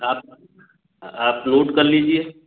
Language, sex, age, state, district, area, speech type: Hindi, male, 45-60, Madhya Pradesh, Gwalior, rural, conversation